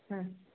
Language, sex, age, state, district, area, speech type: Kannada, female, 30-45, Karnataka, Shimoga, rural, conversation